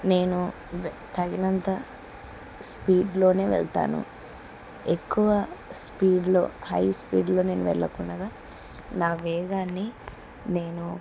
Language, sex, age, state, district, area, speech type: Telugu, female, 18-30, Andhra Pradesh, Kurnool, rural, spontaneous